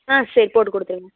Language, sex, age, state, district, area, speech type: Tamil, female, 18-30, Tamil Nadu, Coimbatore, rural, conversation